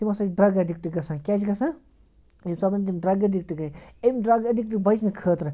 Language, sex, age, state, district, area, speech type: Kashmiri, male, 30-45, Jammu and Kashmir, Ganderbal, rural, spontaneous